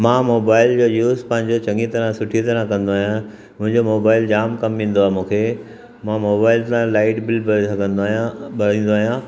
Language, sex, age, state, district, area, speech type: Sindhi, male, 60+, Maharashtra, Mumbai Suburban, urban, spontaneous